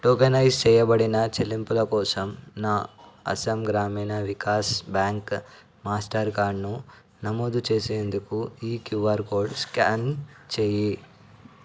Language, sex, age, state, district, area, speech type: Telugu, male, 18-30, Telangana, Ranga Reddy, urban, read